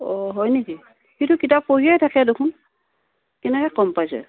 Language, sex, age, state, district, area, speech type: Assamese, female, 45-60, Assam, Sivasagar, rural, conversation